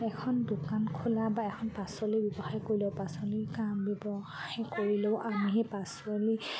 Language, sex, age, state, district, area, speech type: Assamese, female, 45-60, Assam, Charaideo, rural, spontaneous